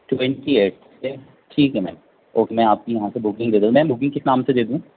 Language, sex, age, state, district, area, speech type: Urdu, male, 30-45, Delhi, Central Delhi, urban, conversation